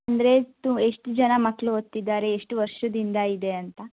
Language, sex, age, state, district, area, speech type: Kannada, female, 18-30, Karnataka, Tumkur, rural, conversation